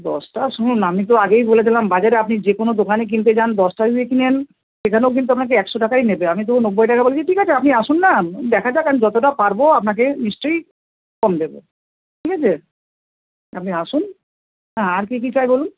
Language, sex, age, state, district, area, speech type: Bengali, female, 60+, West Bengal, Bankura, urban, conversation